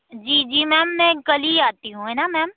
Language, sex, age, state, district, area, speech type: Hindi, female, 30-45, Madhya Pradesh, Chhindwara, urban, conversation